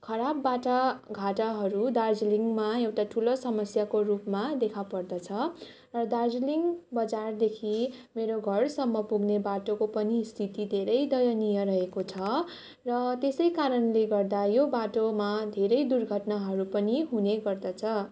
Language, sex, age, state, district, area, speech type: Nepali, female, 18-30, West Bengal, Darjeeling, rural, spontaneous